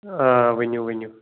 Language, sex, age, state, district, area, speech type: Kashmiri, male, 30-45, Jammu and Kashmir, Baramulla, rural, conversation